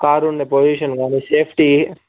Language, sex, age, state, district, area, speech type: Telugu, male, 60+, Andhra Pradesh, Chittoor, rural, conversation